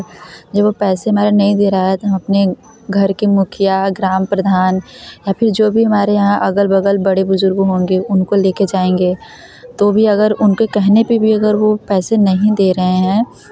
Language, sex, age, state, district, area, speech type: Hindi, female, 18-30, Uttar Pradesh, Varanasi, rural, spontaneous